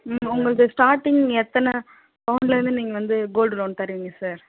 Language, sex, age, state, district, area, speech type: Tamil, female, 18-30, Tamil Nadu, Kallakurichi, rural, conversation